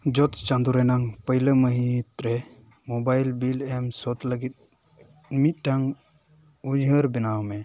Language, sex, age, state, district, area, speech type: Santali, male, 18-30, West Bengal, Dakshin Dinajpur, rural, read